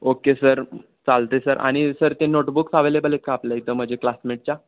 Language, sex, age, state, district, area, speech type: Marathi, male, 18-30, Maharashtra, Sangli, rural, conversation